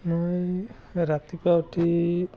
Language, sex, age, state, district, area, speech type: Assamese, male, 30-45, Assam, Biswanath, rural, spontaneous